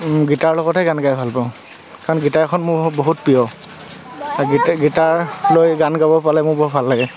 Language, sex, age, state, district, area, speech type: Assamese, male, 30-45, Assam, Dhemaji, rural, spontaneous